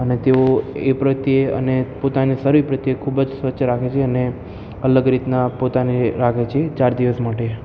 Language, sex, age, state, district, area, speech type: Gujarati, male, 18-30, Gujarat, Ahmedabad, urban, spontaneous